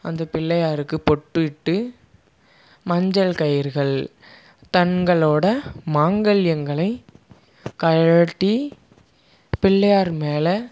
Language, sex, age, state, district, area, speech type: Tamil, male, 30-45, Tamil Nadu, Mayiladuthurai, rural, spontaneous